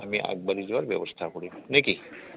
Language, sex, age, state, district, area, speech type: Assamese, male, 60+, Assam, Goalpara, rural, conversation